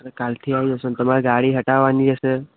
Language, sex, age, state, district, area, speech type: Gujarati, male, 18-30, Gujarat, Kheda, rural, conversation